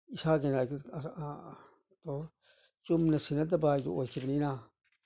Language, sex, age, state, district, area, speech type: Manipuri, male, 60+, Manipur, Imphal East, urban, spontaneous